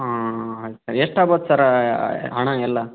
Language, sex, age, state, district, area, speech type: Kannada, male, 18-30, Karnataka, Tumkur, rural, conversation